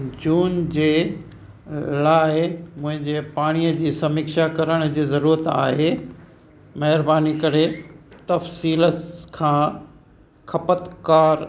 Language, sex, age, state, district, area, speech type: Sindhi, male, 60+, Gujarat, Kutch, rural, read